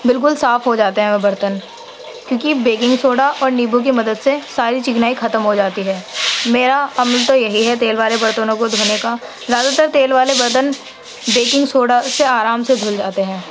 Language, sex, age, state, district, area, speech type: Urdu, female, 45-60, Uttar Pradesh, Gautam Buddha Nagar, urban, spontaneous